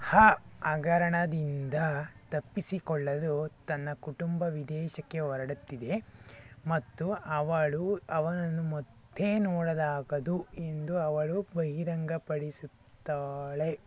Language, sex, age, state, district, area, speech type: Kannada, male, 60+, Karnataka, Tumkur, rural, read